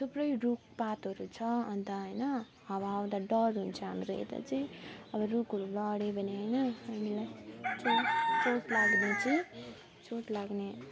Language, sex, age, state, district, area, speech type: Nepali, female, 30-45, West Bengal, Alipurduar, rural, spontaneous